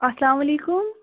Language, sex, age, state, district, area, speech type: Kashmiri, female, 18-30, Jammu and Kashmir, Pulwama, rural, conversation